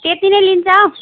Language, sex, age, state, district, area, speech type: Nepali, female, 45-60, West Bengal, Alipurduar, urban, conversation